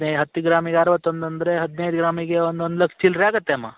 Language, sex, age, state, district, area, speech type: Kannada, male, 18-30, Karnataka, Uttara Kannada, rural, conversation